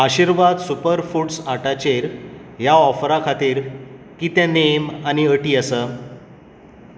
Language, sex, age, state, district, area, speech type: Goan Konkani, male, 45-60, Goa, Tiswadi, rural, read